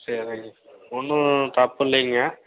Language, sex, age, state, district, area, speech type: Tamil, male, 45-60, Tamil Nadu, Tiruppur, urban, conversation